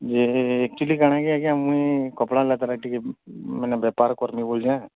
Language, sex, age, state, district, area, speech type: Odia, male, 45-60, Odisha, Nuapada, urban, conversation